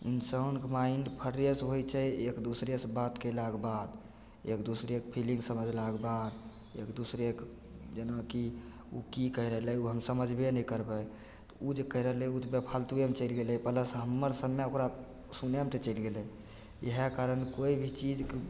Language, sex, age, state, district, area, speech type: Maithili, male, 18-30, Bihar, Begusarai, rural, spontaneous